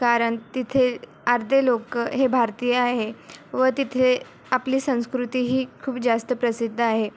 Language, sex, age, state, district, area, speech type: Marathi, female, 18-30, Maharashtra, Buldhana, rural, spontaneous